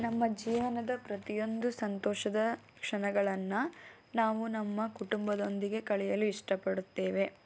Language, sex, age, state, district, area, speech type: Kannada, female, 18-30, Karnataka, Tumkur, rural, spontaneous